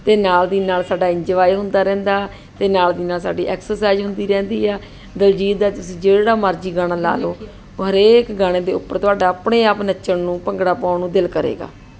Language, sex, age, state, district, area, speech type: Punjabi, female, 30-45, Punjab, Ludhiana, urban, spontaneous